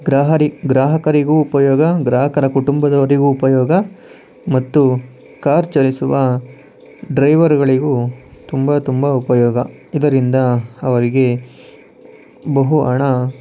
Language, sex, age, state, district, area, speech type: Kannada, male, 45-60, Karnataka, Tumkur, urban, spontaneous